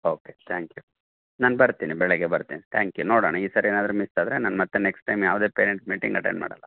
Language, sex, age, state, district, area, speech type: Kannada, male, 45-60, Karnataka, Chitradurga, rural, conversation